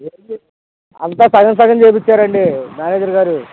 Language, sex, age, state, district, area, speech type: Telugu, male, 18-30, Andhra Pradesh, Bapatla, rural, conversation